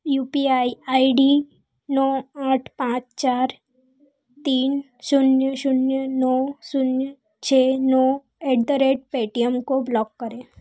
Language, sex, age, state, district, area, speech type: Hindi, female, 18-30, Madhya Pradesh, Ujjain, urban, read